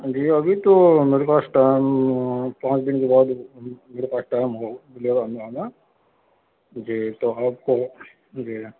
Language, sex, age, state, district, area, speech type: Urdu, male, 45-60, Uttar Pradesh, Gautam Buddha Nagar, urban, conversation